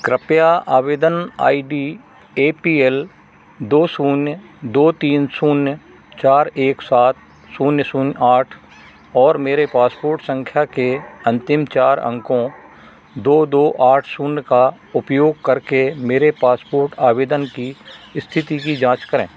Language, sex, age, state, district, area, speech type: Hindi, male, 60+, Madhya Pradesh, Narsinghpur, rural, read